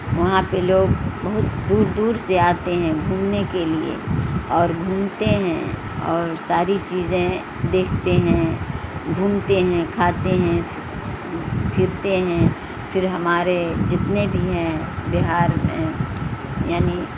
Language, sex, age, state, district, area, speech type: Urdu, female, 60+, Bihar, Supaul, rural, spontaneous